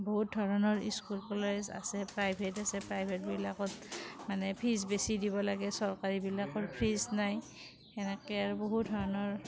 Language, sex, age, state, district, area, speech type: Assamese, female, 45-60, Assam, Kamrup Metropolitan, rural, spontaneous